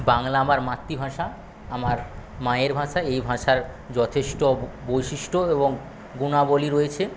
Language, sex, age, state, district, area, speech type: Bengali, male, 45-60, West Bengal, Paschim Medinipur, rural, spontaneous